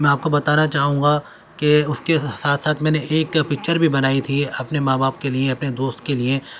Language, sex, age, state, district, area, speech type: Urdu, male, 18-30, Delhi, Central Delhi, urban, spontaneous